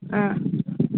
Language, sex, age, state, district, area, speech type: Malayalam, female, 30-45, Kerala, Alappuzha, rural, conversation